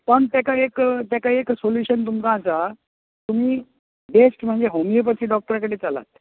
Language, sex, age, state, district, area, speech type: Goan Konkani, male, 60+, Goa, Bardez, urban, conversation